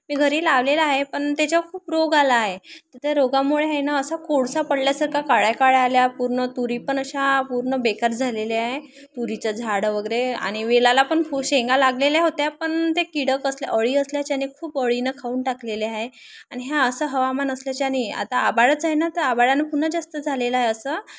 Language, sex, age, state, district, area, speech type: Marathi, female, 18-30, Maharashtra, Thane, rural, spontaneous